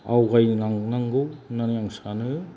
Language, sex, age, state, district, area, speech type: Bodo, male, 45-60, Assam, Kokrajhar, rural, spontaneous